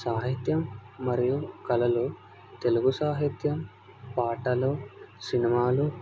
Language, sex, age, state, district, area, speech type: Telugu, male, 18-30, Andhra Pradesh, Kadapa, rural, spontaneous